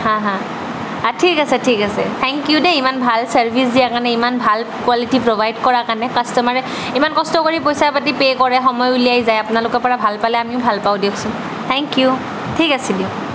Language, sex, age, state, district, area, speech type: Assamese, female, 30-45, Assam, Barpeta, urban, spontaneous